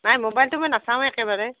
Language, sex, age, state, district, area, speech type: Assamese, female, 30-45, Assam, Nalbari, rural, conversation